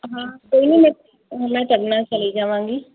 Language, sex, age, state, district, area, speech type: Punjabi, female, 30-45, Punjab, Firozpur, urban, conversation